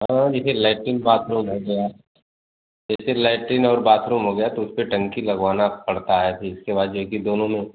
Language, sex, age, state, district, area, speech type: Hindi, male, 30-45, Uttar Pradesh, Azamgarh, rural, conversation